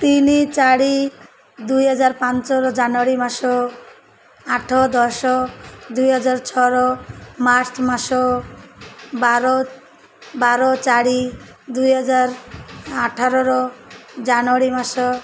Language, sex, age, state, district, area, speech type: Odia, female, 30-45, Odisha, Malkangiri, urban, spontaneous